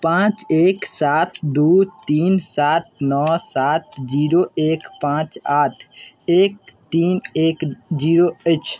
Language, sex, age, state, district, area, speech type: Maithili, male, 18-30, Bihar, Madhubani, rural, read